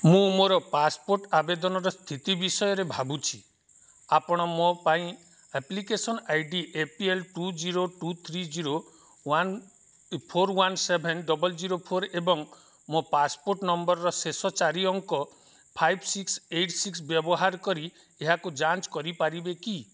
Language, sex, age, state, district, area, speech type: Odia, male, 45-60, Odisha, Nuapada, rural, read